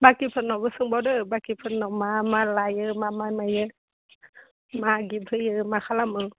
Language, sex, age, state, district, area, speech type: Bodo, female, 18-30, Assam, Udalguri, urban, conversation